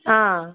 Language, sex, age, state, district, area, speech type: Tamil, female, 18-30, Tamil Nadu, Dharmapuri, rural, conversation